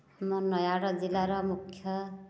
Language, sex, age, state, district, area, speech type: Odia, female, 60+, Odisha, Nayagarh, rural, spontaneous